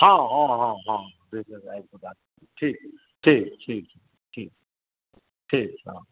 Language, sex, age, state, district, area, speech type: Maithili, male, 30-45, Bihar, Darbhanga, rural, conversation